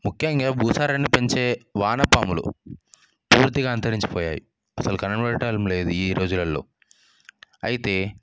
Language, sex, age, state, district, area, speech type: Telugu, male, 30-45, Telangana, Sangareddy, urban, spontaneous